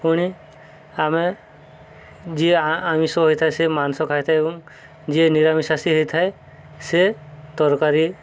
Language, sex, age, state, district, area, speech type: Odia, male, 30-45, Odisha, Subarnapur, urban, spontaneous